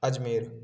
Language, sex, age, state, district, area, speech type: Hindi, male, 18-30, Rajasthan, Bharatpur, urban, spontaneous